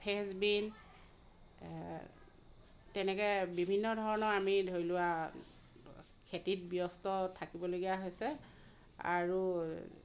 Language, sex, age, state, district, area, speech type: Assamese, female, 30-45, Assam, Dhemaji, rural, spontaneous